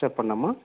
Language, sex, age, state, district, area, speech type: Telugu, male, 30-45, Andhra Pradesh, Nandyal, rural, conversation